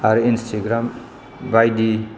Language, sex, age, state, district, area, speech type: Bodo, male, 45-60, Assam, Chirang, rural, spontaneous